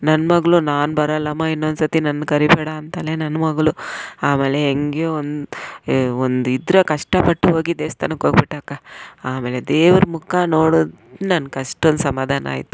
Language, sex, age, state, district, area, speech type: Kannada, female, 45-60, Karnataka, Bangalore Rural, rural, spontaneous